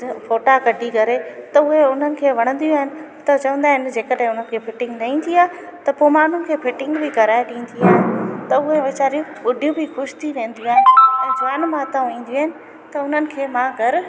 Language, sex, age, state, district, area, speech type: Sindhi, female, 45-60, Gujarat, Junagadh, urban, spontaneous